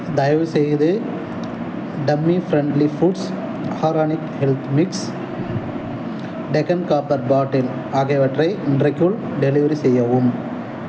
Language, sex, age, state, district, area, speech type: Tamil, male, 30-45, Tamil Nadu, Kallakurichi, rural, read